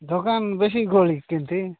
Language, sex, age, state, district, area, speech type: Odia, male, 45-60, Odisha, Nabarangpur, rural, conversation